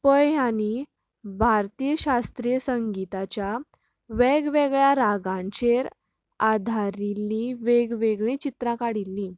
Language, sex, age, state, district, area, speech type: Goan Konkani, female, 18-30, Goa, Canacona, rural, spontaneous